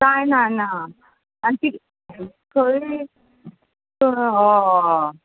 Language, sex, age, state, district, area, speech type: Goan Konkani, female, 30-45, Goa, Quepem, rural, conversation